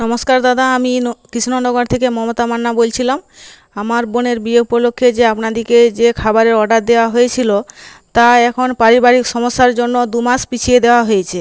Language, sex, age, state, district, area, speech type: Bengali, female, 45-60, West Bengal, Nadia, rural, spontaneous